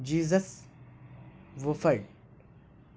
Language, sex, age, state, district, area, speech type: Urdu, male, 18-30, Delhi, North East Delhi, urban, spontaneous